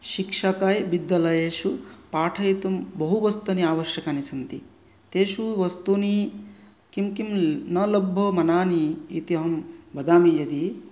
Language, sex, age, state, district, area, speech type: Sanskrit, male, 30-45, West Bengal, North 24 Parganas, rural, spontaneous